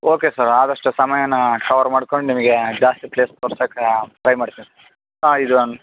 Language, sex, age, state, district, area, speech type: Kannada, male, 30-45, Karnataka, Raichur, rural, conversation